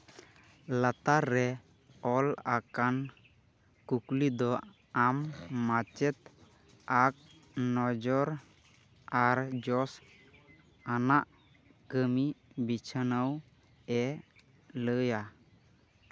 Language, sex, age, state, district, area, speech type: Santali, male, 18-30, West Bengal, Malda, rural, read